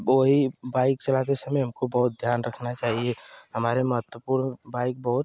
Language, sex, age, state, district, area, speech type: Hindi, male, 18-30, Uttar Pradesh, Ghazipur, urban, spontaneous